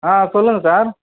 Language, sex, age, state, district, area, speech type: Tamil, male, 45-60, Tamil Nadu, Vellore, rural, conversation